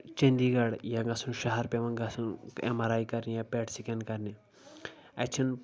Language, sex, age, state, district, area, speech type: Kashmiri, male, 18-30, Jammu and Kashmir, Kulgam, urban, spontaneous